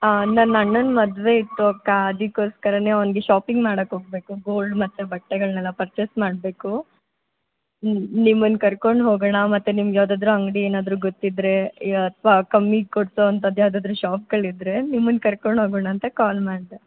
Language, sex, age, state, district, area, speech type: Kannada, female, 18-30, Karnataka, Bangalore Urban, urban, conversation